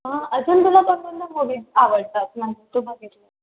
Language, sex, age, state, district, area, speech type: Marathi, female, 18-30, Maharashtra, Washim, rural, conversation